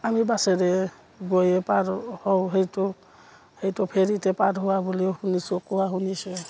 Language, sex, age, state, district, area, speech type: Assamese, female, 45-60, Assam, Udalguri, rural, spontaneous